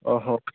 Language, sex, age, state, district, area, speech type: Manipuri, male, 18-30, Manipur, Kangpokpi, urban, conversation